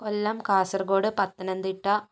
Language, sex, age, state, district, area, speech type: Malayalam, female, 60+, Kerala, Kozhikode, urban, spontaneous